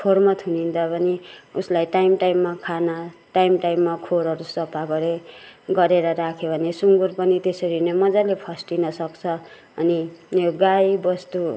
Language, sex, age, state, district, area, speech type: Nepali, female, 60+, West Bengal, Kalimpong, rural, spontaneous